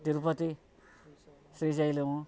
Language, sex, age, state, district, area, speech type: Telugu, male, 45-60, Andhra Pradesh, Bapatla, urban, spontaneous